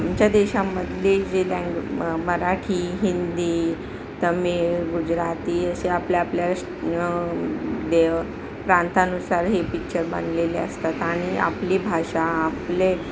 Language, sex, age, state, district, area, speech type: Marathi, female, 45-60, Maharashtra, Palghar, urban, spontaneous